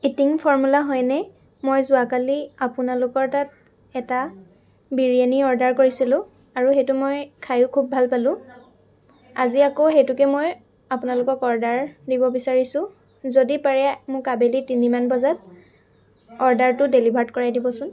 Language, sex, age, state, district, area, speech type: Assamese, female, 18-30, Assam, Lakhimpur, rural, spontaneous